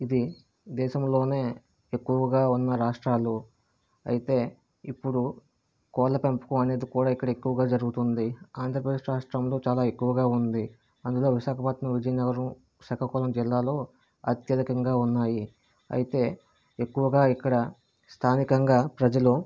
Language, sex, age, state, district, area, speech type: Telugu, male, 30-45, Andhra Pradesh, Vizianagaram, urban, spontaneous